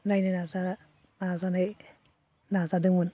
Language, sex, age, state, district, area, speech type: Bodo, female, 30-45, Assam, Baksa, rural, spontaneous